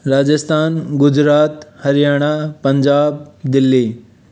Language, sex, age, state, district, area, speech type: Hindi, male, 30-45, Rajasthan, Jaipur, urban, spontaneous